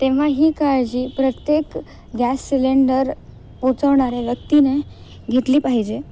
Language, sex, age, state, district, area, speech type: Marathi, female, 18-30, Maharashtra, Nanded, rural, spontaneous